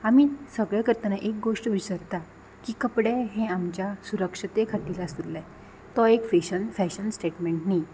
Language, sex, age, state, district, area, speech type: Goan Konkani, female, 18-30, Goa, Ponda, rural, spontaneous